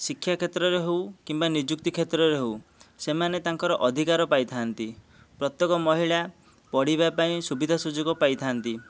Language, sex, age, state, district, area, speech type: Odia, male, 30-45, Odisha, Dhenkanal, rural, spontaneous